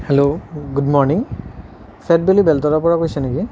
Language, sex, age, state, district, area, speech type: Assamese, male, 30-45, Assam, Nalbari, rural, spontaneous